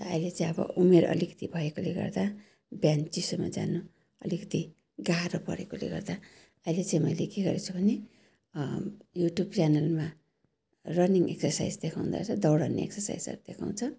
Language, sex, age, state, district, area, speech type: Nepali, female, 60+, West Bengal, Darjeeling, rural, spontaneous